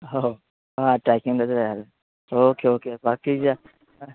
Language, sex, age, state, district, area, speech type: Marathi, male, 30-45, Maharashtra, Ratnagiri, urban, conversation